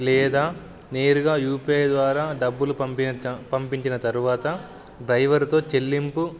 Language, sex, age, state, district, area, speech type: Telugu, male, 18-30, Telangana, Wanaparthy, urban, spontaneous